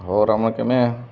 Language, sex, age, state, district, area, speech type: Punjabi, male, 30-45, Punjab, Muktsar, urban, spontaneous